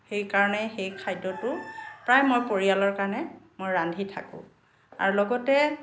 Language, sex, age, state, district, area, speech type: Assamese, female, 45-60, Assam, Dhemaji, rural, spontaneous